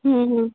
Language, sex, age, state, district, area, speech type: Kannada, female, 30-45, Karnataka, Gulbarga, urban, conversation